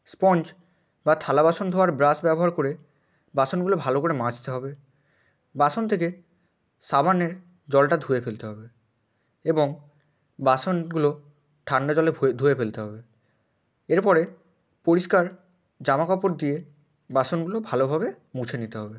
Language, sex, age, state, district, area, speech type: Bengali, male, 18-30, West Bengal, Bankura, urban, spontaneous